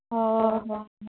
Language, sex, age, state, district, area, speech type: Santali, female, 18-30, West Bengal, Malda, rural, conversation